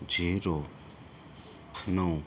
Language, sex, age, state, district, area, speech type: Marathi, male, 18-30, Maharashtra, Yavatmal, rural, spontaneous